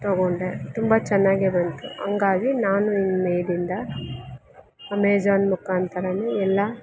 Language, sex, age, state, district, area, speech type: Kannada, female, 45-60, Karnataka, Kolar, rural, spontaneous